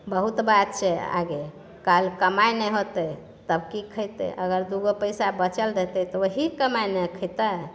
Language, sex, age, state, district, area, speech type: Maithili, female, 60+, Bihar, Madhepura, rural, spontaneous